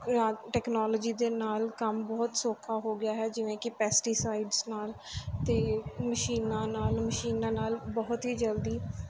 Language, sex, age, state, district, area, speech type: Punjabi, female, 18-30, Punjab, Mansa, urban, spontaneous